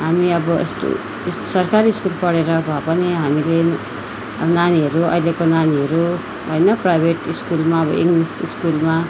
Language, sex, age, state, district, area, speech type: Nepali, female, 30-45, West Bengal, Darjeeling, rural, spontaneous